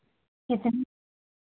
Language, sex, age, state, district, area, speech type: Hindi, female, 30-45, Uttar Pradesh, Hardoi, rural, conversation